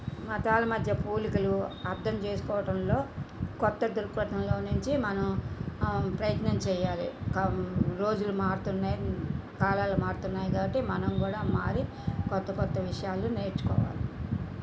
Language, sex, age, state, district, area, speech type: Telugu, female, 60+, Andhra Pradesh, Krishna, rural, spontaneous